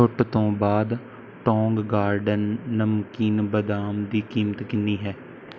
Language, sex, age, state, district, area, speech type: Punjabi, male, 18-30, Punjab, Bathinda, rural, read